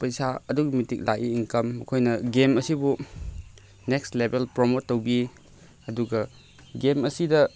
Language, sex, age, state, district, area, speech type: Manipuri, male, 30-45, Manipur, Chandel, rural, spontaneous